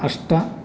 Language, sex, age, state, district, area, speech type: Sanskrit, male, 30-45, Andhra Pradesh, East Godavari, rural, spontaneous